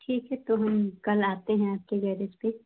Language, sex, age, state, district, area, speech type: Hindi, female, 18-30, Uttar Pradesh, Chandauli, urban, conversation